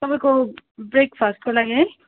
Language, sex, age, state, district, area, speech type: Nepali, female, 18-30, West Bengal, Kalimpong, rural, conversation